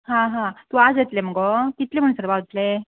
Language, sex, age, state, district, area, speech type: Goan Konkani, female, 18-30, Goa, Ponda, rural, conversation